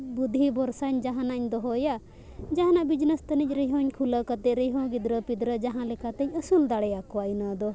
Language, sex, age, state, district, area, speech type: Santali, female, 18-30, Jharkhand, Bokaro, rural, spontaneous